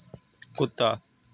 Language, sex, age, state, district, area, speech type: Dogri, male, 18-30, Jammu and Kashmir, Kathua, rural, read